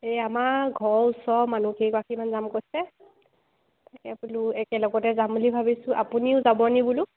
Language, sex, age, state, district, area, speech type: Assamese, female, 18-30, Assam, Sivasagar, rural, conversation